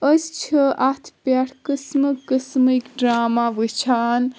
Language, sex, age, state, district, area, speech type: Kashmiri, female, 18-30, Jammu and Kashmir, Kulgam, rural, spontaneous